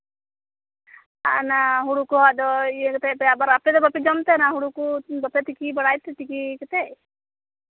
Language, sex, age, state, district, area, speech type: Santali, female, 30-45, West Bengal, Birbhum, rural, conversation